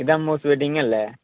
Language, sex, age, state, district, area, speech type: Malayalam, male, 18-30, Kerala, Thrissur, rural, conversation